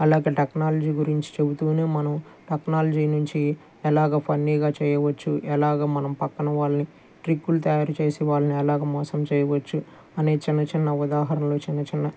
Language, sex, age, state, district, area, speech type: Telugu, male, 30-45, Andhra Pradesh, Guntur, urban, spontaneous